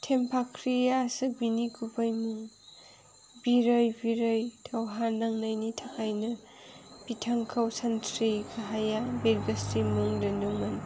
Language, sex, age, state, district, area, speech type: Bodo, female, 18-30, Assam, Chirang, rural, spontaneous